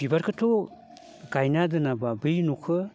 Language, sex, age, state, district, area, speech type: Bodo, male, 60+, Assam, Baksa, urban, spontaneous